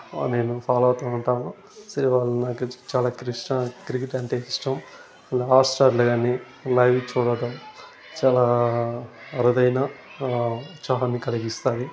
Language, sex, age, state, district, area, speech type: Telugu, male, 30-45, Andhra Pradesh, Sri Balaji, urban, spontaneous